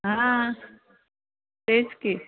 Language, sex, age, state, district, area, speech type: Marathi, female, 45-60, Maharashtra, Sangli, urban, conversation